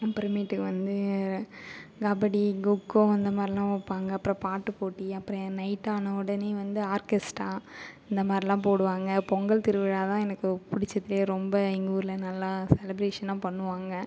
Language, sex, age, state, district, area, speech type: Tamil, female, 18-30, Tamil Nadu, Ariyalur, rural, spontaneous